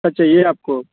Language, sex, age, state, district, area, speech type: Hindi, male, 18-30, Uttar Pradesh, Azamgarh, rural, conversation